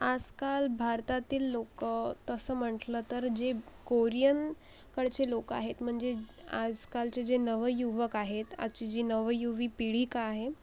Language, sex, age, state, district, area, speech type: Marathi, female, 18-30, Maharashtra, Akola, urban, spontaneous